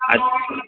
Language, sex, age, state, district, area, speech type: Urdu, male, 30-45, Uttar Pradesh, Gautam Buddha Nagar, rural, conversation